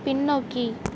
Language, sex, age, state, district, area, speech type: Tamil, female, 18-30, Tamil Nadu, Tiruvarur, rural, read